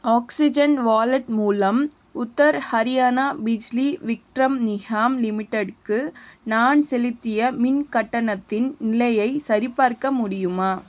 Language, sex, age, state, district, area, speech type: Tamil, female, 30-45, Tamil Nadu, Vellore, urban, read